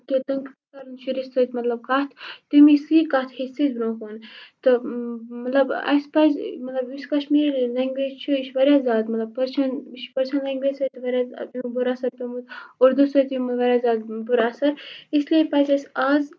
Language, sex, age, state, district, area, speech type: Kashmiri, female, 30-45, Jammu and Kashmir, Kupwara, rural, spontaneous